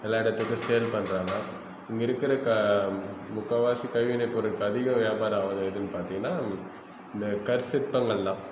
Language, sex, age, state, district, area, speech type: Tamil, male, 18-30, Tamil Nadu, Viluppuram, urban, spontaneous